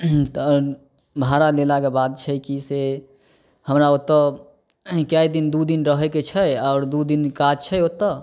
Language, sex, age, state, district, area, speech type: Maithili, male, 18-30, Bihar, Samastipur, rural, spontaneous